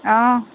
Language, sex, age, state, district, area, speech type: Assamese, female, 30-45, Assam, Nalbari, rural, conversation